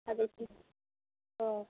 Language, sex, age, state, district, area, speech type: Odia, female, 30-45, Odisha, Sambalpur, rural, conversation